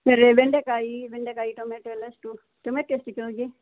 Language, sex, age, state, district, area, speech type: Kannada, female, 60+, Karnataka, Udupi, rural, conversation